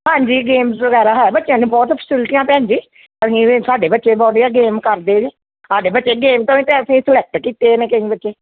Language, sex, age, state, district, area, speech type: Punjabi, female, 60+, Punjab, Gurdaspur, urban, conversation